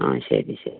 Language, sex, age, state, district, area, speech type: Malayalam, female, 60+, Kerala, Palakkad, rural, conversation